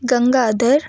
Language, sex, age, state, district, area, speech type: Kannada, female, 18-30, Karnataka, Chikkamagaluru, rural, spontaneous